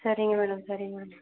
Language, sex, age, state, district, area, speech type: Tamil, female, 60+, Tamil Nadu, Sivaganga, rural, conversation